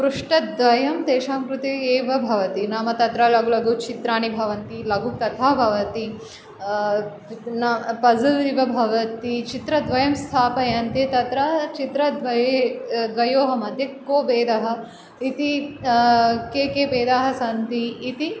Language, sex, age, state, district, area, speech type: Sanskrit, female, 18-30, Andhra Pradesh, Chittoor, urban, spontaneous